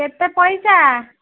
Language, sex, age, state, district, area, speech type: Odia, female, 45-60, Odisha, Gajapati, rural, conversation